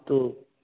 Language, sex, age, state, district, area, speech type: Hindi, male, 30-45, Madhya Pradesh, Jabalpur, urban, conversation